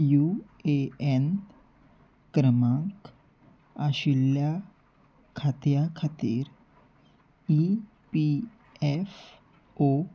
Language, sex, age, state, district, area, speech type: Goan Konkani, male, 18-30, Goa, Salcete, rural, read